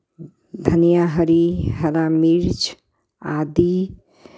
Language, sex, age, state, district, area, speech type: Hindi, female, 60+, Uttar Pradesh, Chandauli, urban, spontaneous